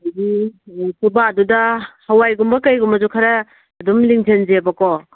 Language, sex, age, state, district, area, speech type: Manipuri, female, 60+, Manipur, Kangpokpi, urban, conversation